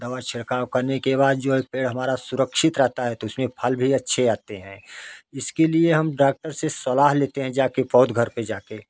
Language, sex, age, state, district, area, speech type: Hindi, male, 45-60, Uttar Pradesh, Jaunpur, rural, spontaneous